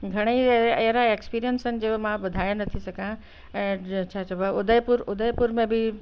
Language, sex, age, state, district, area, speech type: Sindhi, female, 60+, Delhi, South Delhi, urban, spontaneous